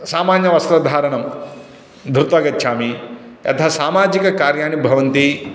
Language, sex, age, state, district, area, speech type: Sanskrit, male, 30-45, Andhra Pradesh, Guntur, urban, spontaneous